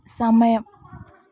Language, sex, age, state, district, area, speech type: Malayalam, female, 18-30, Kerala, Kasaragod, rural, read